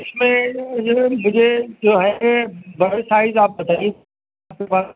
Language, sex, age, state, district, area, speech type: Urdu, male, 45-60, Uttar Pradesh, Rampur, urban, conversation